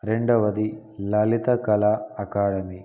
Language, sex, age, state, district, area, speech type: Telugu, male, 18-30, Telangana, Peddapalli, urban, spontaneous